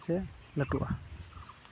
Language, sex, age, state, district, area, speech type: Santali, male, 18-30, West Bengal, Malda, rural, spontaneous